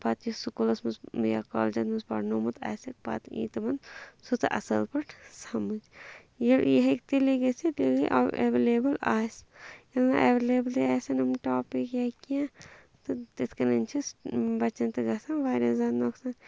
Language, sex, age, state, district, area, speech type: Kashmiri, female, 18-30, Jammu and Kashmir, Shopian, rural, spontaneous